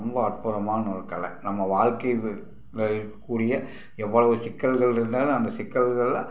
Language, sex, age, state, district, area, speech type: Tamil, male, 60+, Tamil Nadu, Tiruppur, rural, spontaneous